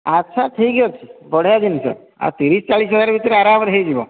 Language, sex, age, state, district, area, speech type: Odia, male, 45-60, Odisha, Nayagarh, rural, conversation